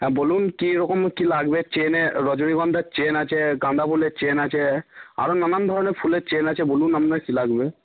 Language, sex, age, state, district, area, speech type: Bengali, male, 18-30, West Bengal, Cooch Behar, rural, conversation